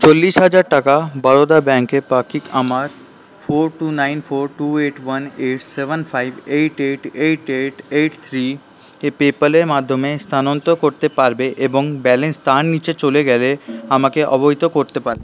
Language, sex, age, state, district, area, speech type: Bengali, male, 18-30, West Bengal, Paschim Bardhaman, urban, read